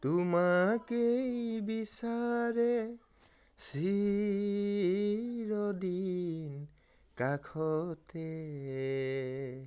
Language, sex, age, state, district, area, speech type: Assamese, male, 18-30, Assam, Charaideo, urban, spontaneous